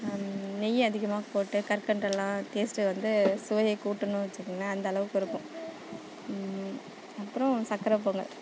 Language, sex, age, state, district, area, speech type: Tamil, female, 30-45, Tamil Nadu, Nagapattinam, rural, spontaneous